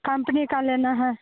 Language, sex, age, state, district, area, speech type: Hindi, female, 18-30, Bihar, Muzaffarpur, rural, conversation